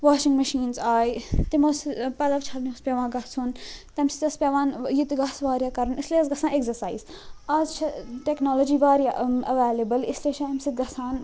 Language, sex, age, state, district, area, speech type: Kashmiri, female, 18-30, Jammu and Kashmir, Srinagar, urban, spontaneous